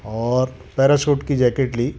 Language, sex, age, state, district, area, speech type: Hindi, male, 45-60, Madhya Pradesh, Jabalpur, urban, spontaneous